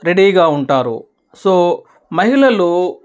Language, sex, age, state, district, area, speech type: Telugu, male, 30-45, Andhra Pradesh, Nellore, urban, spontaneous